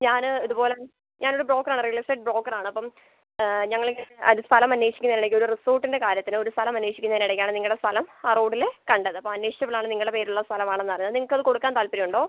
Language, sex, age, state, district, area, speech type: Malayalam, male, 18-30, Kerala, Alappuzha, rural, conversation